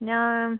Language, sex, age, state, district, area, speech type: Malayalam, female, 18-30, Kerala, Kannur, rural, conversation